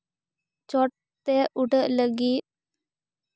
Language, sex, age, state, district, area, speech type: Santali, female, 18-30, West Bengal, Purba Bardhaman, rural, spontaneous